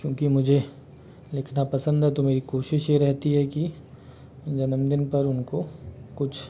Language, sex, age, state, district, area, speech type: Hindi, male, 30-45, Delhi, New Delhi, urban, spontaneous